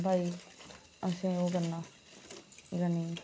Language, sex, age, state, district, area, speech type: Dogri, female, 18-30, Jammu and Kashmir, Reasi, rural, spontaneous